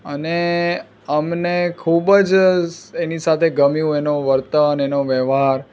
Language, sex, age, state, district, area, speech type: Gujarati, male, 30-45, Gujarat, Surat, urban, spontaneous